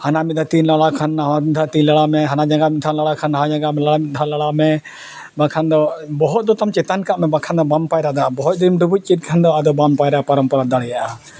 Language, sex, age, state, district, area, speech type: Santali, male, 60+, Odisha, Mayurbhanj, rural, spontaneous